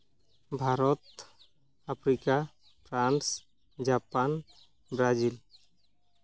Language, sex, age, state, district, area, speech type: Santali, male, 30-45, West Bengal, Malda, rural, spontaneous